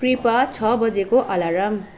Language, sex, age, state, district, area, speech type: Nepali, female, 45-60, West Bengal, Darjeeling, rural, read